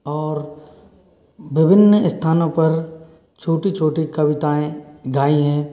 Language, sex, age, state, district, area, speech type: Hindi, male, 45-60, Rajasthan, Karauli, rural, spontaneous